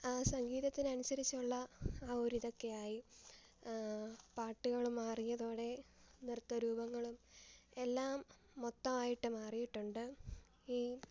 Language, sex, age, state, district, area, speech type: Malayalam, female, 18-30, Kerala, Alappuzha, rural, spontaneous